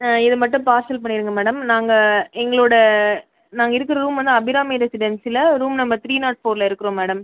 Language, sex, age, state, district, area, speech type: Tamil, female, 30-45, Tamil Nadu, Pudukkottai, rural, conversation